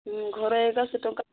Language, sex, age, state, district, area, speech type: Odia, female, 45-60, Odisha, Kandhamal, rural, conversation